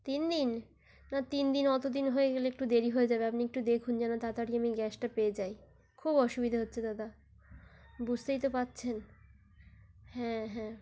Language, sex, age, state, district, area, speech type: Bengali, female, 30-45, West Bengal, Dakshin Dinajpur, urban, spontaneous